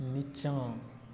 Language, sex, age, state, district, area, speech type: Maithili, male, 18-30, Bihar, Darbhanga, rural, read